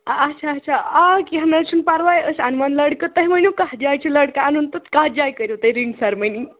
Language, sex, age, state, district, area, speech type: Kashmiri, female, 18-30, Jammu and Kashmir, Budgam, rural, conversation